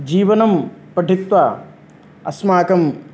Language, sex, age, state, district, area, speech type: Sanskrit, male, 18-30, Uttar Pradesh, Lucknow, urban, spontaneous